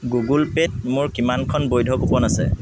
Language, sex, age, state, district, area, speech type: Assamese, male, 30-45, Assam, Sivasagar, rural, read